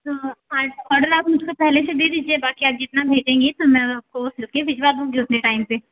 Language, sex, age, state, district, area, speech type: Hindi, female, 18-30, Uttar Pradesh, Azamgarh, rural, conversation